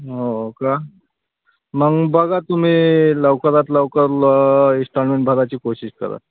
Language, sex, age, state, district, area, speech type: Marathi, male, 30-45, Maharashtra, Wardha, rural, conversation